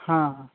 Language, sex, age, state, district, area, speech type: Odia, male, 45-60, Odisha, Nabarangpur, rural, conversation